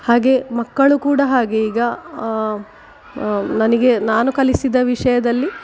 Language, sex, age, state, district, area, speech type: Kannada, female, 45-60, Karnataka, Dakshina Kannada, rural, spontaneous